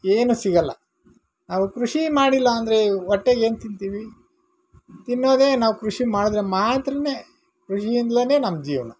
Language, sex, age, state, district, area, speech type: Kannada, male, 45-60, Karnataka, Bangalore Rural, rural, spontaneous